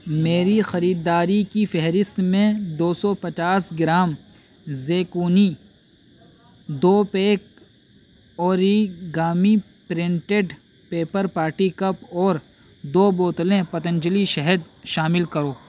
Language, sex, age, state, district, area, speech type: Urdu, male, 18-30, Uttar Pradesh, Saharanpur, urban, read